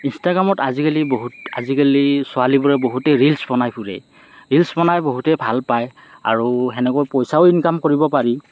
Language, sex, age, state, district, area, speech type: Assamese, male, 30-45, Assam, Morigaon, urban, spontaneous